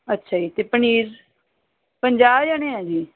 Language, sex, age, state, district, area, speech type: Punjabi, female, 45-60, Punjab, Bathinda, rural, conversation